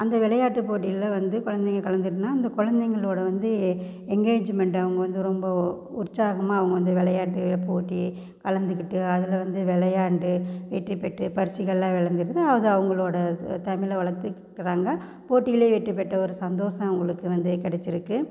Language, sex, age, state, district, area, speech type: Tamil, female, 30-45, Tamil Nadu, Namakkal, rural, spontaneous